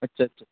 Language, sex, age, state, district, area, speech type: Urdu, male, 18-30, Uttar Pradesh, Lucknow, urban, conversation